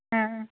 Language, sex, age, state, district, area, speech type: Malayalam, female, 18-30, Kerala, Alappuzha, rural, conversation